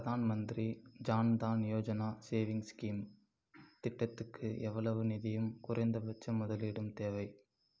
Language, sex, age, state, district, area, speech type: Tamil, male, 30-45, Tamil Nadu, Ariyalur, rural, read